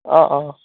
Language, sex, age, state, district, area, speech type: Assamese, male, 18-30, Assam, Golaghat, urban, conversation